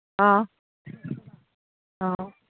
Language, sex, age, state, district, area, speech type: Manipuri, female, 60+, Manipur, Imphal East, rural, conversation